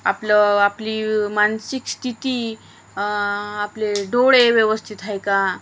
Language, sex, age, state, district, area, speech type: Marathi, female, 30-45, Maharashtra, Washim, urban, spontaneous